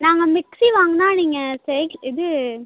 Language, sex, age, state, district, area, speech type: Tamil, female, 18-30, Tamil Nadu, Tiruchirappalli, rural, conversation